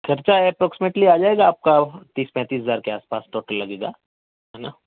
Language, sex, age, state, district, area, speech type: Urdu, male, 18-30, Delhi, North East Delhi, urban, conversation